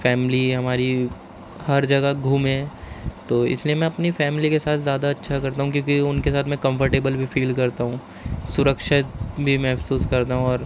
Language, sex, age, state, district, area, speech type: Urdu, male, 30-45, Delhi, Central Delhi, urban, spontaneous